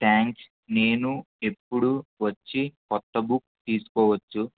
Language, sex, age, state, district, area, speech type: Telugu, male, 18-30, Andhra Pradesh, Kurnool, rural, conversation